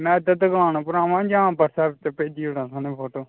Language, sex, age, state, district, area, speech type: Dogri, male, 18-30, Jammu and Kashmir, Kathua, rural, conversation